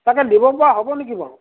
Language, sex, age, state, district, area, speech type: Assamese, male, 45-60, Assam, Golaghat, urban, conversation